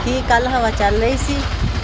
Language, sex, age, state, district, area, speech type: Punjabi, female, 30-45, Punjab, Pathankot, urban, read